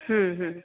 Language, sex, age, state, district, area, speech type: Kannada, female, 30-45, Karnataka, Mysore, urban, conversation